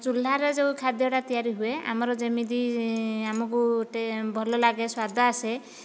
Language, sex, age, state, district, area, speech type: Odia, female, 45-60, Odisha, Dhenkanal, rural, spontaneous